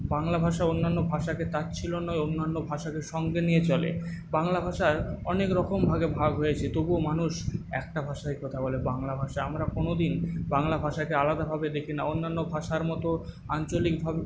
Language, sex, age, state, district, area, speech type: Bengali, male, 45-60, West Bengal, Paschim Medinipur, rural, spontaneous